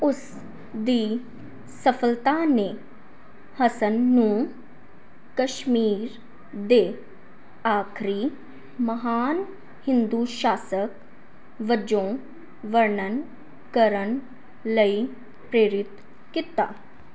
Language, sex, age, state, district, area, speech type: Punjabi, female, 18-30, Punjab, Fazilka, rural, read